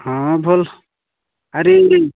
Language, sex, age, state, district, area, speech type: Odia, male, 45-60, Odisha, Nabarangpur, rural, conversation